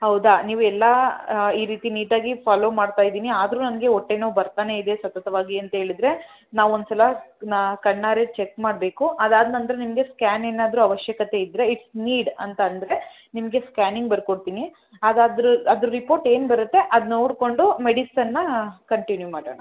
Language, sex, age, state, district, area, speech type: Kannada, female, 18-30, Karnataka, Mandya, urban, conversation